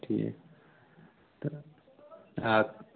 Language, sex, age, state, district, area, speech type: Kashmiri, male, 18-30, Jammu and Kashmir, Anantnag, rural, conversation